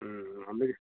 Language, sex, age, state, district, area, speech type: Telugu, male, 18-30, Andhra Pradesh, Annamaya, rural, conversation